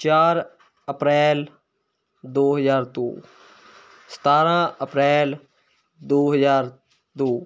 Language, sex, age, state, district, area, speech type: Punjabi, male, 18-30, Punjab, Mohali, rural, spontaneous